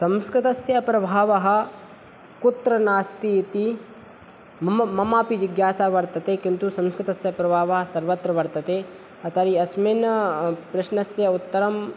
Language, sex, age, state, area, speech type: Sanskrit, male, 18-30, Madhya Pradesh, rural, spontaneous